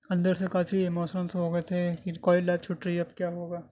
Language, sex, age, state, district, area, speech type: Urdu, male, 30-45, Delhi, South Delhi, urban, spontaneous